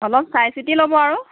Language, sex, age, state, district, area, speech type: Assamese, female, 30-45, Assam, Lakhimpur, rural, conversation